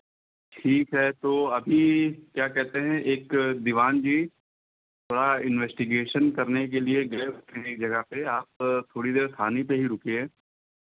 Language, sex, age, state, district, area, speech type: Hindi, male, 45-60, Uttar Pradesh, Lucknow, rural, conversation